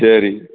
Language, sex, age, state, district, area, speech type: Tamil, male, 60+, Tamil Nadu, Thoothukudi, rural, conversation